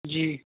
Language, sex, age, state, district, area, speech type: Urdu, male, 18-30, Uttar Pradesh, Saharanpur, urban, conversation